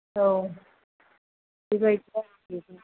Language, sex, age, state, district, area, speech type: Bodo, female, 45-60, Assam, Chirang, rural, conversation